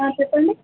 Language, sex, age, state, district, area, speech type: Telugu, female, 30-45, Telangana, Nizamabad, urban, conversation